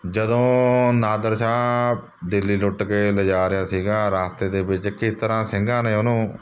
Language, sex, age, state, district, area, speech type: Punjabi, male, 30-45, Punjab, Mohali, rural, spontaneous